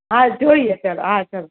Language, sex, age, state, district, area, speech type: Gujarati, female, 30-45, Gujarat, Rajkot, urban, conversation